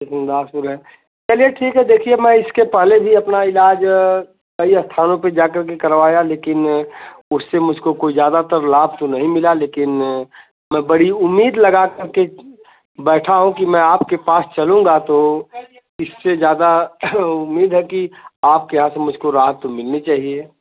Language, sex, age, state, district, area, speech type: Hindi, male, 45-60, Uttar Pradesh, Azamgarh, rural, conversation